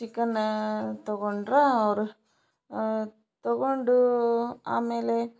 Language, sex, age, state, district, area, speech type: Kannada, female, 30-45, Karnataka, Koppal, rural, spontaneous